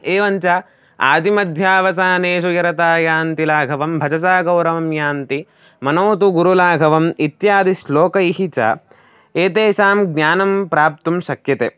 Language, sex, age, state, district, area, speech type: Sanskrit, male, 18-30, Karnataka, Davanagere, rural, spontaneous